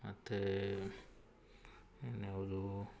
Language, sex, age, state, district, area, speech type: Kannada, male, 45-60, Karnataka, Bangalore Urban, rural, spontaneous